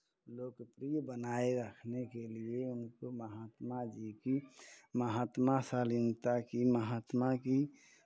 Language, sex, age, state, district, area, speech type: Hindi, male, 45-60, Uttar Pradesh, Chandauli, urban, spontaneous